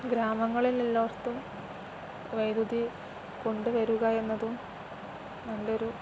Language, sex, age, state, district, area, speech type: Malayalam, female, 18-30, Kerala, Kozhikode, rural, spontaneous